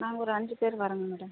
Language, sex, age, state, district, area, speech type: Tamil, female, 30-45, Tamil Nadu, Tiruchirappalli, rural, conversation